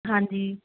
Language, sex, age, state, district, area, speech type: Punjabi, female, 18-30, Punjab, Muktsar, urban, conversation